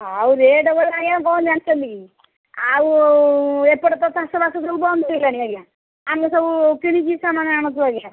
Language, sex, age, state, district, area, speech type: Odia, female, 45-60, Odisha, Sundergarh, rural, conversation